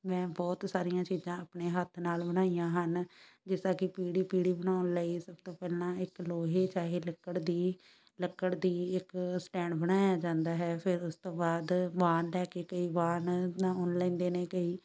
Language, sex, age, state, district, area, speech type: Punjabi, female, 60+, Punjab, Shaheed Bhagat Singh Nagar, rural, spontaneous